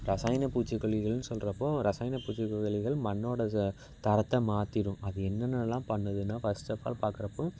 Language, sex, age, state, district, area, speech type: Tamil, male, 18-30, Tamil Nadu, Thanjavur, urban, spontaneous